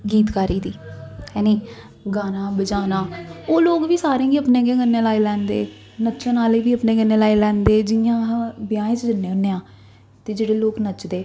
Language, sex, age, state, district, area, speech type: Dogri, female, 18-30, Jammu and Kashmir, Jammu, urban, spontaneous